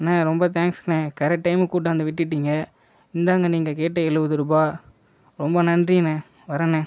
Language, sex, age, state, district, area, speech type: Tamil, male, 18-30, Tamil Nadu, Viluppuram, urban, spontaneous